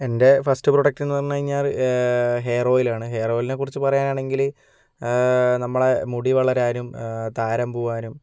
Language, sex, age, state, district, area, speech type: Malayalam, male, 30-45, Kerala, Kozhikode, urban, spontaneous